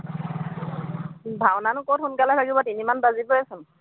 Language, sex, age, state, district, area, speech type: Assamese, female, 45-60, Assam, Dhemaji, rural, conversation